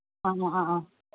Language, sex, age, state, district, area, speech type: Manipuri, female, 45-60, Manipur, Imphal East, rural, conversation